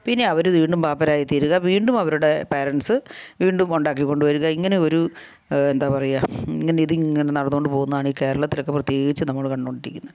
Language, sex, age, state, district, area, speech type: Malayalam, female, 60+, Kerala, Kasaragod, rural, spontaneous